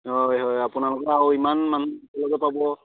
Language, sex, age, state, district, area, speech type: Assamese, male, 18-30, Assam, Majuli, urban, conversation